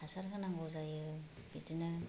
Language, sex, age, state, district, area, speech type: Bodo, female, 45-60, Assam, Kokrajhar, rural, spontaneous